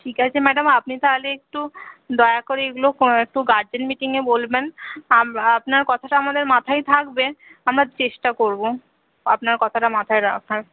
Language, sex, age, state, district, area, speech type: Bengali, female, 18-30, West Bengal, Paschim Medinipur, rural, conversation